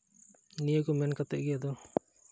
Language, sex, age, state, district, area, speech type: Santali, male, 18-30, Jharkhand, East Singhbhum, rural, spontaneous